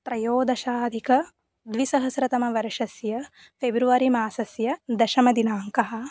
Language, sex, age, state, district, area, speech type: Sanskrit, female, 18-30, Maharashtra, Sindhudurg, rural, spontaneous